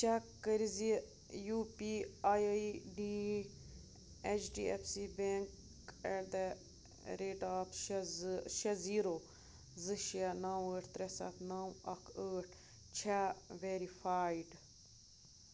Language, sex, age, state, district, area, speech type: Kashmiri, female, 18-30, Jammu and Kashmir, Budgam, rural, read